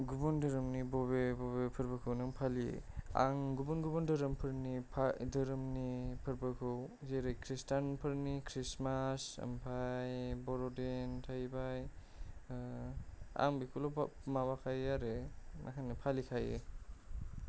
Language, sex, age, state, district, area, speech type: Bodo, male, 18-30, Assam, Kokrajhar, rural, spontaneous